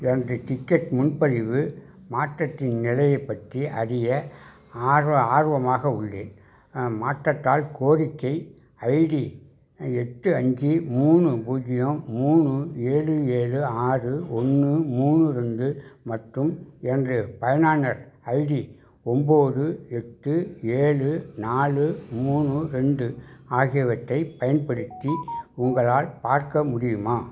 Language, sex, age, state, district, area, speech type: Tamil, male, 60+, Tamil Nadu, Tiruvarur, rural, read